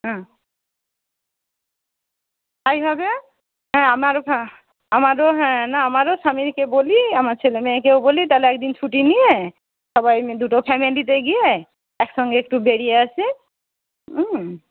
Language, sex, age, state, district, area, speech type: Bengali, female, 60+, West Bengal, Paschim Medinipur, rural, conversation